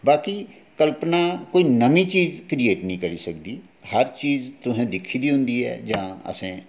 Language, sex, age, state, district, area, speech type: Dogri, male, 45-60, Jammu and Kashmir, Jammu, urban, spontaneous